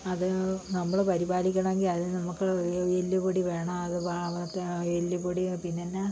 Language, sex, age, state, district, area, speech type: Malayalam, female, 45-60, Kerala, Kottayam, rural, spontaneous